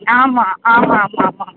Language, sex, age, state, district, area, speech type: Tamil, female, 18-30, Tamil Nadu, Chengalpattu, rural, conversation